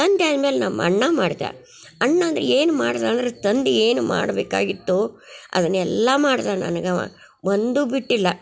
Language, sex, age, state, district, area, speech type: Kannada, female, 60+, Karnataka, Gadag, rural, spontaneous